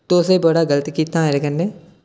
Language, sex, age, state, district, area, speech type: Dogri, male, 18-30, Jammu and Kashmir, Udhampur, urban, spontaneous